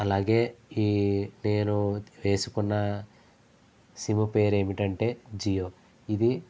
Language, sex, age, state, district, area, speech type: Telugu, male, 18-30, Andhra Pradesh, East Godavari, rural, spontaneous